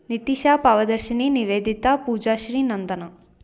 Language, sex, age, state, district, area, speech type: Tamil, female, 18-30, Tamil Nadu, Salem, urban, spontaneous